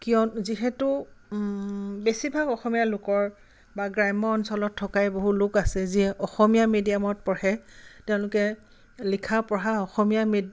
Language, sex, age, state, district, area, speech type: Assamese, female, 45-60, Assam, Tinsukia, urban, spontaneous